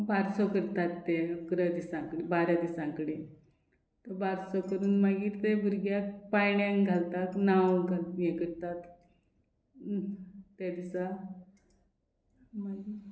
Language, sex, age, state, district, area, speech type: Goan Konkani, female, 45-60, Goa, Murmgao, rural, spontaneous